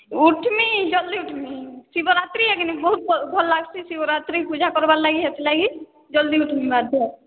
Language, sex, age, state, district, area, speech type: Odia, female, 60+, Odisha, Boudh, rural, conversation